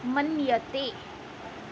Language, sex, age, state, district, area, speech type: Sanskrit, female, 45-60, Maharashtra, Nagpur, urban, read